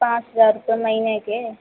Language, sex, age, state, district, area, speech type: Hindi, female, 18-30, Madhya Pradesh, Harda, rural, conversation